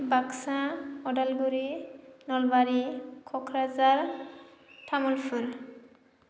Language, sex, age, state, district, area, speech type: Bodo, female, 18-30, Assam, Baksa, rural, spontaneous